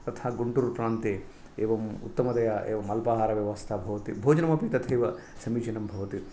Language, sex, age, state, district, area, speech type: Sanskrit, male, 30-45, Telangana, Nizamabad, urban, spontaneous